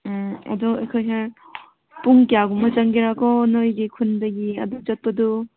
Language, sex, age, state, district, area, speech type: Manipuri, female, 18-30, Manipur, Kangpokpi, urban, conversation